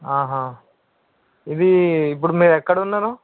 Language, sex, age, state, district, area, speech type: Telugu, male, 18-30, Telangana, Hyderabad, urban, conversation